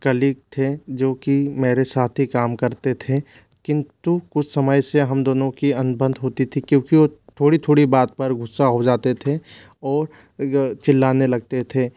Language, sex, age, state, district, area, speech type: Hindi, male, 30-45, Madhya Pradesh, Bhopal, urban, spontaneous